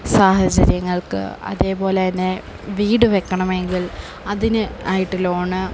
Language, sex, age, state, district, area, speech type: Malayalam, female, 18-30, Kerala, Kollam, rural, spontaneous